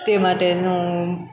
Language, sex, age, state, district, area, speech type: Gujarati, female, 18-30, Gujarat, Junagadh, rural, spontaneous